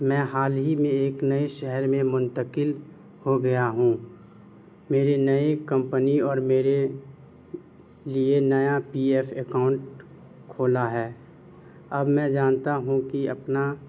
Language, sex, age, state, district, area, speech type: Urdu, male, 18-30, Bihar, Madhubani, rural, spontaneous